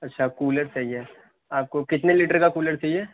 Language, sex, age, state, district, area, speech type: Urdu, male, 18-30, Delhi, North West Delhi, urban, conversation